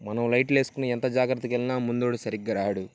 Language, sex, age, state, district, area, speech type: Telugu, male, 18-30, Andhra Pradesh, Bapatla, urban, spontaneous